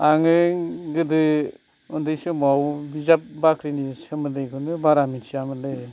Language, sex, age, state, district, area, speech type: Bodo, male, 45-60, Assam, Kokrajhar, urban, spontaneous